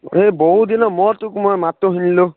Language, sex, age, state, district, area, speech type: Assamese, male, 30-45, Assam, Dibrugarh, rural, conversation